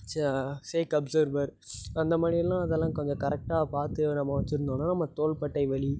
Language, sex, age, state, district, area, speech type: Tamil, male, 18-30, Tamil Nadu, Tiruppur, urban, spontaneous